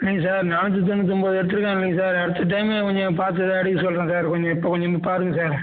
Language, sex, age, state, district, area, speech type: Tamil, male, 45-60, Tamil Nadu, Cuddalore, rural, conversation